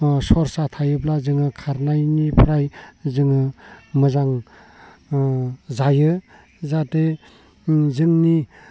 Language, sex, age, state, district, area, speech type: Bodo, male, 30-45, Assam, Baksa, rural, spontaneous